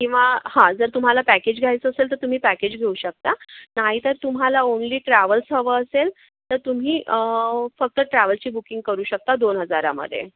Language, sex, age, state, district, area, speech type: Marathi, other, 30-45, Maharashtra, Akola, urban, conversation